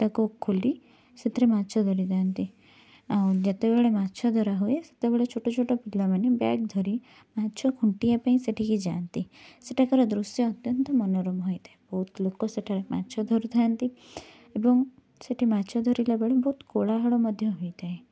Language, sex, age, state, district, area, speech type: Odia, female, 18-30, Odisha, Kendujhar, urban, spontaneous